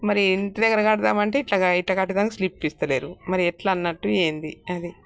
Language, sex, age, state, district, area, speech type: Telugu, female, 60+, Telangana, Peddapalli, rural, spontaneous